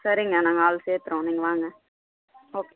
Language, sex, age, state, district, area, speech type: Tamil, female, 30-45, Tamil Nadu, Tirupattur, rural, conversation